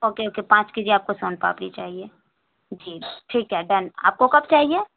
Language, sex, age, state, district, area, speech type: Urdu, female, 18-30, Bihar, Saharsa, rural, conversation